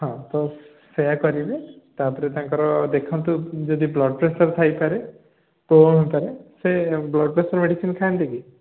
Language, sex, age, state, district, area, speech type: Odia, male, 30-45, Odisha, Koraput, urban, conversation